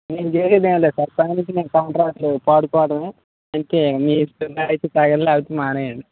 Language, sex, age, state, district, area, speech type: Telugu, male, 18-30, Telangana, Khammam, rural, conversation